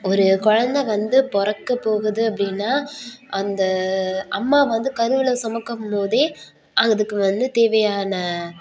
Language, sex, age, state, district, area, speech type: Tamil, female, 18-30, Tamil Nadu, Nagapattinam, rural, spontaneous